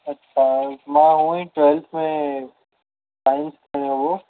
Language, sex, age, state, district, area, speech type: Sindhi, male, 18-30, Gujarat, Kutch, urban, conversation